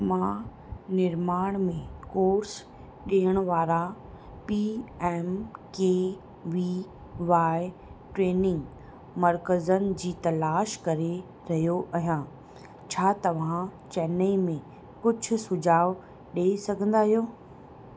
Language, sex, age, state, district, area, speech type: Sindhi, female, 30-45, Rajasthan, Ajmer, urban, read